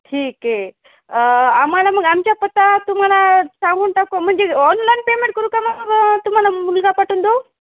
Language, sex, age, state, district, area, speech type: Marathi, female, 30-45, Maharashtra, Nanded, urban, conversation